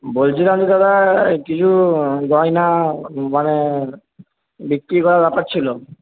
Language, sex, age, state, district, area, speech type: Bengali, male, 30-45, West Bengal, Purba Bardhaman, urban, conversation